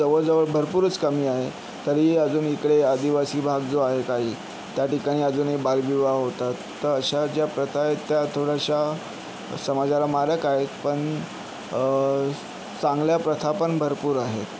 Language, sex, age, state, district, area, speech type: Marathi, male, 30-45, Maharashtra, Yavatmal, urban, spontaneous